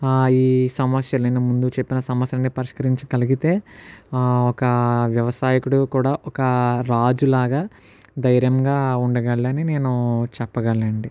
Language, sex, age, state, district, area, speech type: Telugu, male, 60+, Andhra Pradesh, Kakinada, urban, spontaneous